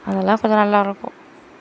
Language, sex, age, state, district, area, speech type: Tamil, female, 30-45, Tamil Nadu, Thanjavur, urban, spontaneous